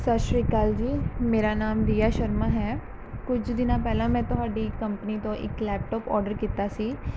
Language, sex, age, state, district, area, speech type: Punjabi, female, 18-30, Punjab, Mohali, rural, spontaneous